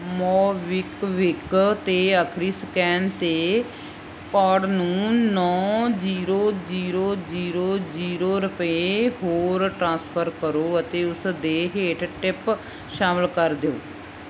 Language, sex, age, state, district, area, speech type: Punjabi, female, 30-45, Punjab, Mansa, rural, read